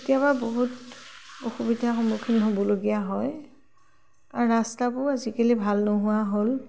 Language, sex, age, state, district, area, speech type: Assamese, female, 60+, Assam, Tinsukia, rural, spontaneous